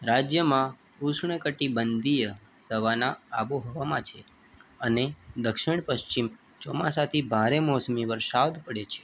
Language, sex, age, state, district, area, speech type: Gujarati, male, 18-30, Gujarat, Morbi, urban, read